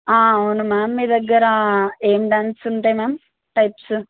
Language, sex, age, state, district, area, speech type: Telugu, female, 18-30, Telangana, Mahbubnagar, urban, conversation